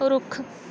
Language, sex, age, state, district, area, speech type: Punjabi, female, 18-30, Punjab, Bathinda, rural, read